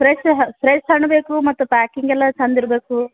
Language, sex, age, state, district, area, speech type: Kannada, female, 30-45, Karnataka, Bidar, urban, conversation